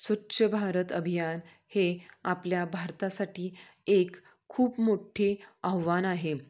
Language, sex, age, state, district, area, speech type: Marathi, female, 30-45, Maharashtra, Sangli, rural, spontaneous